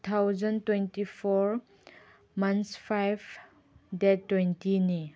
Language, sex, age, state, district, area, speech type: Manipuri, female, 18-30, Manipur, Chandel, rural, read